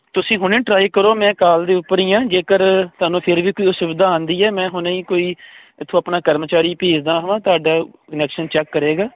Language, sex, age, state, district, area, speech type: Punjabi, male, 30-45, Punjab, Kapurthala, rural, conversation